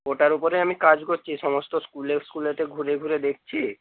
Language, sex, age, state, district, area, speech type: Bengali, male, 18-30, West Bengal, North 24 Parganas, rural, conversation